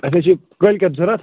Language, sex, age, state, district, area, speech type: Kashmiri, male, 45-60, Jammu and Kashmir, Budgam, urban, conversation